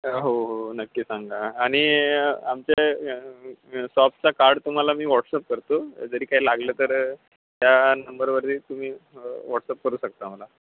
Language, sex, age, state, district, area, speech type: Marathi, male, 18-30, Maharashtra, Ratnagiri, rural, conversation